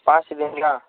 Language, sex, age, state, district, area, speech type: Hindi, male, 18-30, Uttar Pradesh, Ghazipur, urban, conversation